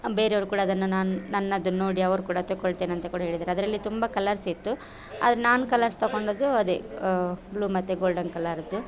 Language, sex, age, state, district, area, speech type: Kannada, female, 30-45, Karnataka, Dakshina Kannada, rural, spontaneous